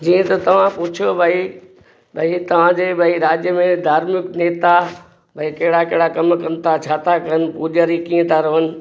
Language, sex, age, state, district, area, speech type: Sindhi, male, 60+, Gujarat, Kutch, rural, spontaneous